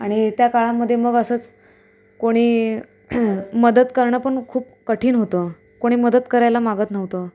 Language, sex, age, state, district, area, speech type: Marathi, female, 18-30, Maharashtra, Solapur, urban, spontaneous